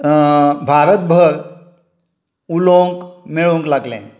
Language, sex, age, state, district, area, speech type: Goan Konkani, male, 60+, Goa, Tiswadi, rural, spontaneous